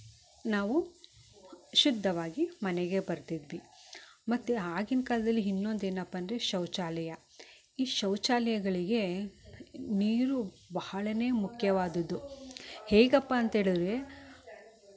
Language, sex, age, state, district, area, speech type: Kannada, female, 30-45, Karnataka, Mysore, rural, spontaneous